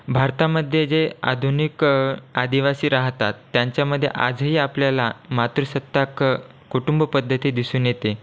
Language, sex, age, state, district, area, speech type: Marathi, male, 18-30, Maharashtra, Washim, rural, spontaneous